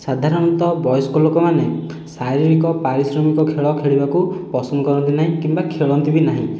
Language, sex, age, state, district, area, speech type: Odia, male, 18-30, Odisha, Khordha, rural, spontaneous